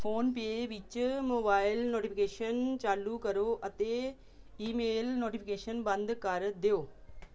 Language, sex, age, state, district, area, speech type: Punjabi, female, 45-60, Punjab, Pathankot, rural, read